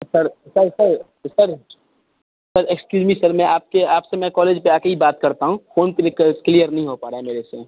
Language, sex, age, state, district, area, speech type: Hindi, male, 30-45, Bihar, Darbhanga, rural, conversation